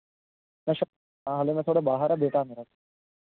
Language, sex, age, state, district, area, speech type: Punjabi, male, 18-30, Punjab, Shaheed Bhagat Singh Nagar, rural, conversation